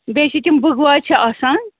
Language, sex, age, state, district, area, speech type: Kashmiri, female, 45-60, Jammu and Kashmir, Ganderbal, rural, conversation